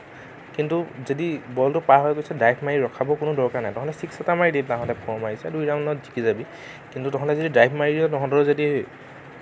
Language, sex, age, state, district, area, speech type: Assamese, male, 18-30, Assam, Nagaon, rural, spontaneous